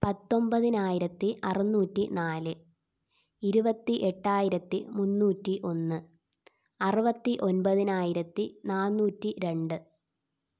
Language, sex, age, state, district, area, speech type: Malayalam, female, 18-30, Kerala, Thiruvananthapuram, rural, spontaneous